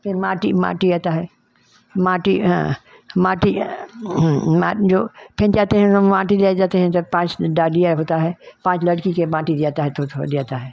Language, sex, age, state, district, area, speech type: Hindi, female, 60+, Uttar Pradesh, Ghazipur, rural, spontaneous